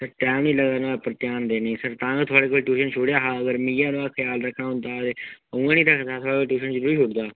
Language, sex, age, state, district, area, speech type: Dogri, male, 18-30, Jammu and Kashmir, Udhampur, rural, conversation